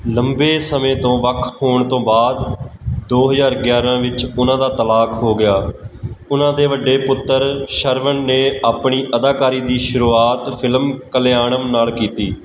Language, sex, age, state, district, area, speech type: Punjabi, male, 18-30, Punjab, Kapurthala, rural, read